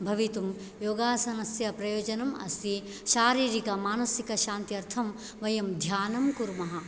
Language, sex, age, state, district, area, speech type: Sanskrit, female, 45-60, Karnataka, Dakshina Kannada, rural, spontaneous